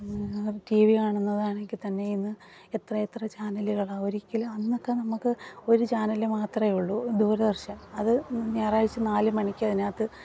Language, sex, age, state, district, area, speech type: Malayalam, female, 30-45, Kerala, Kollam, rural, spontaneous